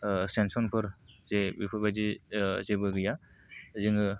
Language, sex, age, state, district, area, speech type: Bodo, male, 18-30, Assam, Kokrajhar, rural, spontaneous